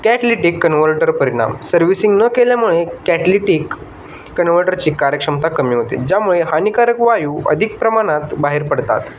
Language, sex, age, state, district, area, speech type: Marathi, male, 18-30, Maharashtra, Sangli, urban, spontaneous